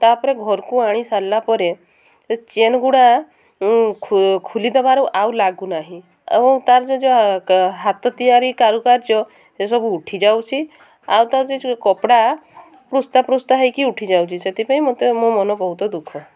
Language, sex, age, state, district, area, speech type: Odia, female, 30-45, Odisha, Mayurbhanj, rural, spontaneous